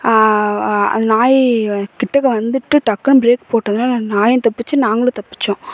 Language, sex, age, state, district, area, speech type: Tamil, female, 18-30, Tamil Nadu, Thanjavur, urban, spontaneous